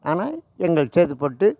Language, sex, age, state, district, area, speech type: Tamil, male, 60+, Tamil Nadu, Tiruvannamalai, rural, spontaneous